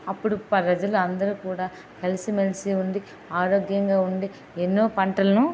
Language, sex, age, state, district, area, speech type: Telugu, female, 18-30, Andhra Pradesh, Vizianagaram, rural, spontaneous